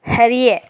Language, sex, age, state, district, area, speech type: Tamil, female, 18-30, Tamil Nadu, Tirupattur, rural, read